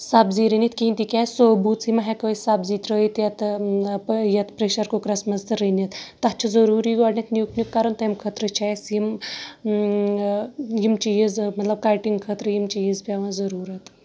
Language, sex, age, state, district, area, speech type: Kashmiri, female, 30-45, Jammu and Kashmir, Shopian, urban, spontaneous